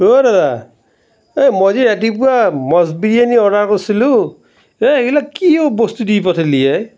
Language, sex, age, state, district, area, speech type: Assamese, male, 45-60, Assam, Darrang, rural, spontaneous